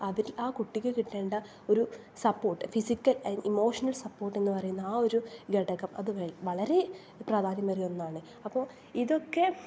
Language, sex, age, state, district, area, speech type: Malayalam, female, 18-30, Kerala, Thrissur, urban, spontaneous